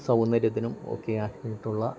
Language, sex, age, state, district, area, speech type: Malayalam, male, 60+, Kerala, Idukki, rural, spontaneous